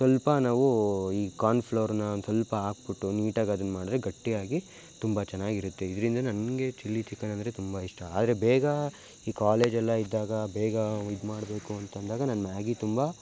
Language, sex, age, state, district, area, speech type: Kannada, male, 18-30, Karnataka, Mysore, rural, spontaneous